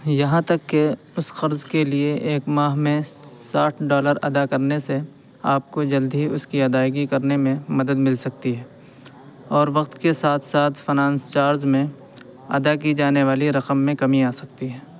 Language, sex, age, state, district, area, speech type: Urdu, male, 18-30, Uttar Pradesh, Saharanpur, urban, read